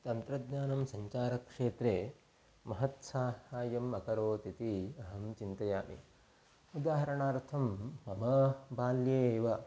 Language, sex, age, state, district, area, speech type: Sanskrit, male, 30-45, Karnataka, Udupi, rural, spontaneous